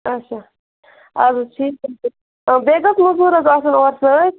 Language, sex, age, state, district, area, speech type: Kashmiri, female, 30-45, Jammu and Kashmir, Bandipora, rural, conversation